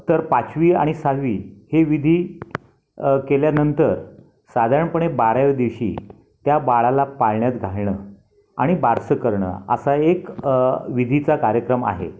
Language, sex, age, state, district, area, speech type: Marathi, male, 60+, Maharashtra, Raigad, rural, spontaneous